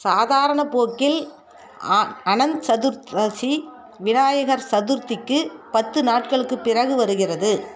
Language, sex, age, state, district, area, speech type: Tamil, female, 45-60, Tamil Nadu, Dharmapuri, rural, read